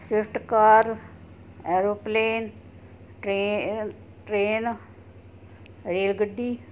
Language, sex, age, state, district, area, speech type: Punjabi, female, 60+, Punjab, Ludhiana, rural, spontaneous